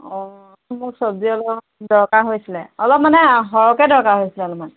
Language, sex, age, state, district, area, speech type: Assamese, female, 30-45, Assam, Golaghat, urban, conversation